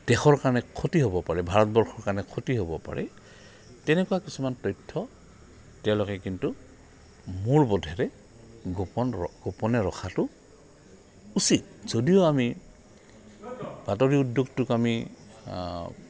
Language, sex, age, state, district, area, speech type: Assamese, male, 60+, Assam, Goalpara, urban, spontaneous